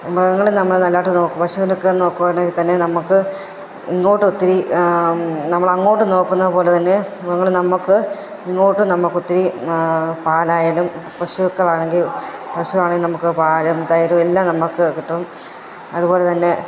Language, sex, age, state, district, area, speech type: Malayalam, female, 30-45, Kerala, Pathanamthitta, rural, spontaneous